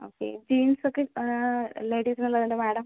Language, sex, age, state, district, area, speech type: Malayalam, female, 30-45, Kerala, Palakkad, rural, conversation